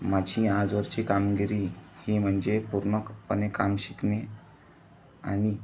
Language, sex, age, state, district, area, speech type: Marathi, male, 18-30, Maharashtra, Amravati, rural, spontaneous